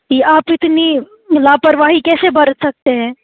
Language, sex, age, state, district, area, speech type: Urdu, female, 18-30, Jammu and Kashmir, Srinagar, urban, conversation